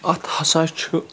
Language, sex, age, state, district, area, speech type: Kashmiri, male, 30-45, Jammu and Kashmir, Bandipora, rural, spontaneous